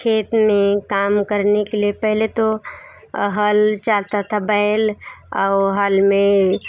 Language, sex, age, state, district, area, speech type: Hindi, female, 30-45, Uttar Pradesh, Bhadohi, rural, spontaneous